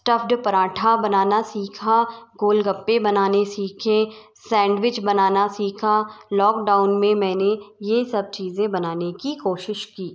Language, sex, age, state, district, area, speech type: Hindi, female, 60+, Rajasthan, Jaipur, urban, spontaneous